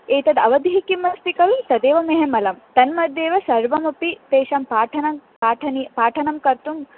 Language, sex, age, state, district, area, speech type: Sanskrit, female, 18-30, Karnataka, Dharwad, urban, conversation